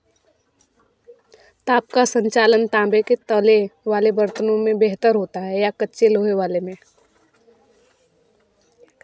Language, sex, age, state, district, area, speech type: Hindi, female, 30-45, Uttar Pradesh, Varanasi, rural, read